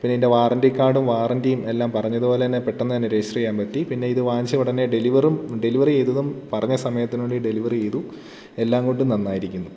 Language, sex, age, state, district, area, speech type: Malayalam, male, 18-30, Kerala, Idukki, rural, spontaneous